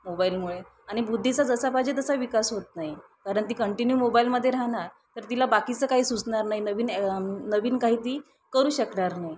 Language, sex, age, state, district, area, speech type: Marathi, female, 30-45, Maharashtra, Thane, urban, spontaneous